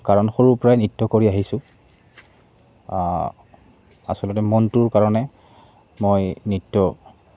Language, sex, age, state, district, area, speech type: Assamese, male, 18-30, Assam, Goalpara, rural, spontaneous